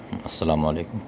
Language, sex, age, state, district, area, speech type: Urdu, male, 45-60, Bihar, Gaya, rural, spontaneous